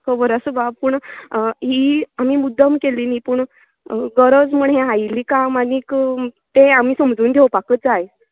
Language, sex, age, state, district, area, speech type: Goan Konkani, female, 30-45, Goa, Canacona, rural, conversation